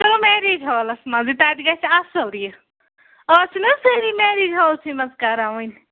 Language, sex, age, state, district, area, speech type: Kashmiri, female, 45-60, Jammu and Kashmir, Ganderbal, rural, conversation